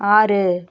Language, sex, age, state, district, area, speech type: Tamil, female, 30-45, Tamil Nadu, Namakkal, rural, read